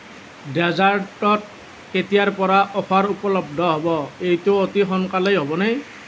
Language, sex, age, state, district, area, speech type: Assamese, male, 30-45, Assam, Nalbari, rural, read